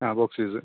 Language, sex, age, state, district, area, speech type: Malayalam, male, 18-30, Kerala, Kasaragod, rural, conversation